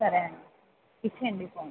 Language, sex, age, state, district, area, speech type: Telugu, female, 45-60, Andhra Pradesh, N T Rama Rao, urban, conversation